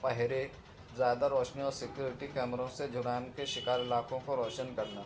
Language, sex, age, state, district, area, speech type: Urdu, male, 45-60, Maharashtra, Nashik, urban, spontaneous